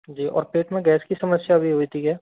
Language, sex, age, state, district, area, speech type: Hindi, male, 30-45, Rajasthan, Karauli, rural, conversation